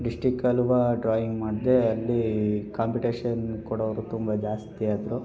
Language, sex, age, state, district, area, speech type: Kannada, male, 18-30, Karnataka, Hassan, rural, spontaneous